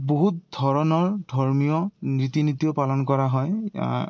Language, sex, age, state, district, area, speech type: Assamese, male, 18-30, Assam, Goalpara, rural, spontaneous